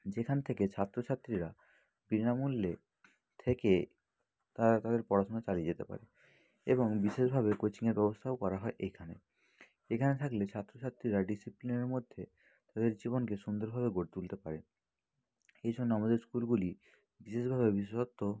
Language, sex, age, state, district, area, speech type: Bengali, male, 30-45, West Bengal, Bankura, urban, spontaneous